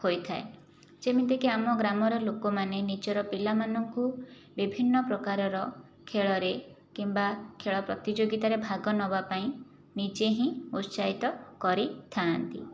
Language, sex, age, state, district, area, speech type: Odia, female, 18-30, Odisha, Jajpur, rural, spontaneous